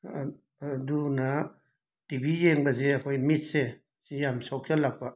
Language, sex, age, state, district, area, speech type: Manipuri, male, 45-60, Manipur, Imphal West, urban, spontaneous